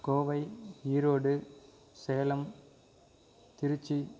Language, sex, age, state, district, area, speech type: Tamil, male, 18-30, Tamil Nadu, Coimbatore, rural, spontaneous